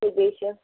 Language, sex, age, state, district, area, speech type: Kashmiri, female, 18-30, Jammu and Kashmir, Bandipora, rural, conversation